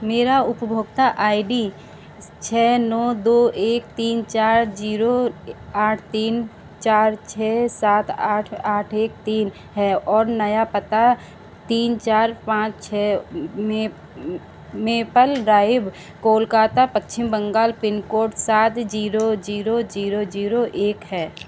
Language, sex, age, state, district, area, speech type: Hindi, female, 45-60, Uttar Pradesh, Sitapur, rural, read